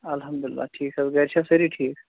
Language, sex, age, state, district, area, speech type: Kashmiri, female, 30-45, Jammu and Kashmir, Shopian, rural, conversation